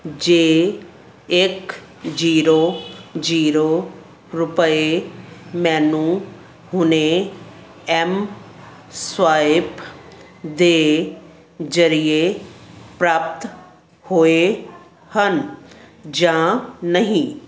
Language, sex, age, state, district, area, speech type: Punjabi, female, 60+, Punjab, Fazilka, rural, read